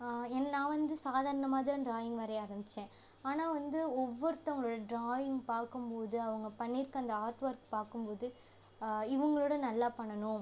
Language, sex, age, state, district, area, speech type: Tamil, female, 18-30, Tamil Nadu, Ariyalur, rural, spontaneous